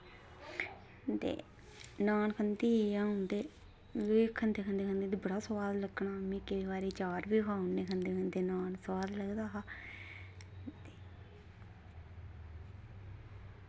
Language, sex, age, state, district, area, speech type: Dogri, female, 30-45, Jammu and Kashmir, Reasi, rural, spontaneous